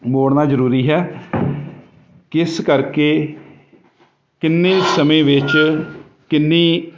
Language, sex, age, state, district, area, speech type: Punjabi, male, 45-60, Punjab, Jalandhar, urban, spontaneous